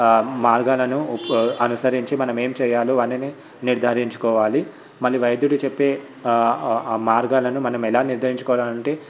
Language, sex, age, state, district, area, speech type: Telugu, male, 18-30, Telangana, Vikarabad, urban, spontaneous